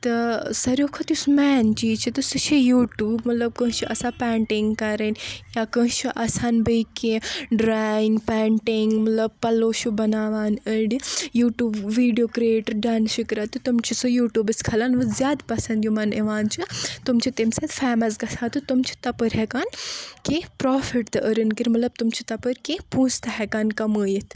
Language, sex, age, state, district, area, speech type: Kashmiri, female, 30-45, Jammu and Kashmir, Bandipora, urban, spontaneous